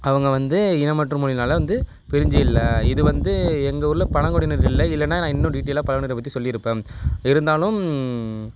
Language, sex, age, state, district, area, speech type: Tamil, male, 18-30, Tamil Nadu, Nagapattinam, rural, spontaneous